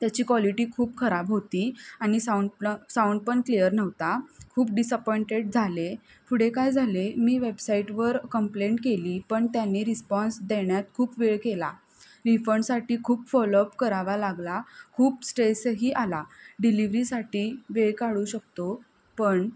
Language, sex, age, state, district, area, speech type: Marathi, female, 18-30, Maharashtra, Kolhapur, urban, spontaneous